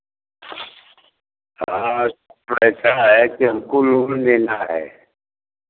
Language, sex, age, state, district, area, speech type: Hindi, male, 60+, Uttar Pradesh, Varanasi, rural, conversation